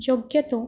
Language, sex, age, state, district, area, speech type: Marathi, female, 18-30, Maharashtra, Washim, rural, spontaneous